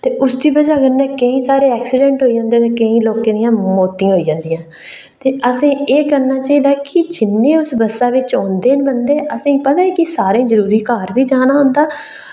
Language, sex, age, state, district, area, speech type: Dogri, female, 18-30, Jammu and Kashmir, Reasi, rural, spontaneous